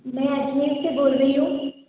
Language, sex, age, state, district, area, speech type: Hindi, female, 18-30, Rajasthan, Jodhpur, urban, conversation